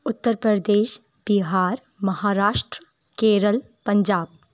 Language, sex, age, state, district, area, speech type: Urdu, female, 18-30, Uttar Pradesh, Shahjahanpur, rural, spontaneous